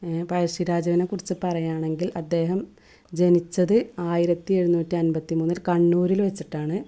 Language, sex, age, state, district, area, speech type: Malayalam, female, 30-45, Kerala, Malappuram, rural, spontaneous